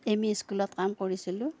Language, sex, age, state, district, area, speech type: Assamese, female, 45-60, Assam, Darrang, rural, spontaneous